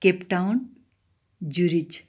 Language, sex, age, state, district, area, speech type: Nepali, female, 60+, West Bengal, Darjeeling, rural, spontaneous